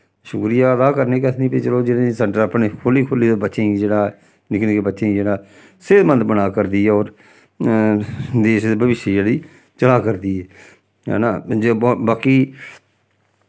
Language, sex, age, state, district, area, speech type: Dogri, male, 45-60, Jammu and Kashmir, Samba, rural, spontaneous